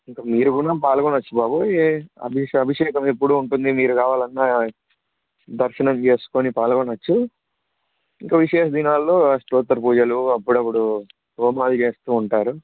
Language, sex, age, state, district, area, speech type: Telugu, male, 18-30, Andhra Pradesh, Sri Satya Sai, urban, conversation